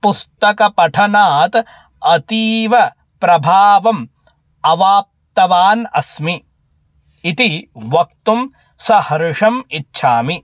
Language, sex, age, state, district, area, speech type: Sanskrit, male, 18-30, Karnataka, Bangalore Rural, urban, spontaneous